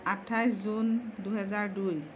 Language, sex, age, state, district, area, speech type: Assamese, female, 45-60, Assam, Darrang, rural, spontaneous